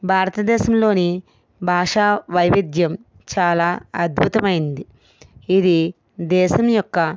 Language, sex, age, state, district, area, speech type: Telugu, female, 45-60, Andhra Pradesh, East Godavari, rural, spontaneous